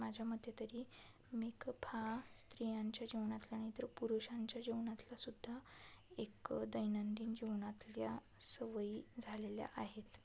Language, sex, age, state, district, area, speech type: Marathi, female, 18-30, Maharashtra, Satara, urban, spontaneous